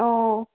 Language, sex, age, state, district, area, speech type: Bodo, female, 18-30, Assam, Udalguri, rural, conversation